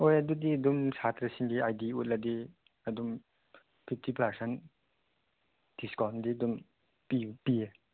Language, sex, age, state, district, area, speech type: Manipuri, male, 18-30, Manipur, Chandel, rural, conversation